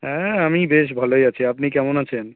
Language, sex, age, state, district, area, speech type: Bengali, male, 18-30, West Bengal, South 24 Parganas, rural, conversation